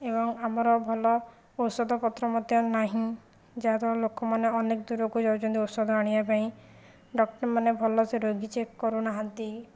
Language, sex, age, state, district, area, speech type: Odia, female, 45-60, Odisha, Jajpur, rural, spontaneous